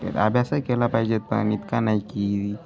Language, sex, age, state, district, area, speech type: Marathi, male, 18-30, Maharashtra, Hingoli, urban, spontaneous